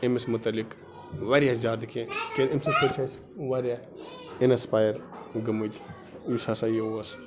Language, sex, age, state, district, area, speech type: Kashmiri, male, 30-45, Jammu and Kashmir, Bandipora, rural, spontaneous